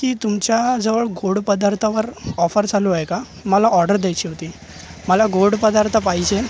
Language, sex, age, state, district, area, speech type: Marathi, male, 18-30, Maharashtra, Thane, urban, spontaneous